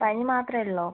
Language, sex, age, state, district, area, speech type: Malayalam, female, 45-60, Kerala, Kozhikode, urban, conversation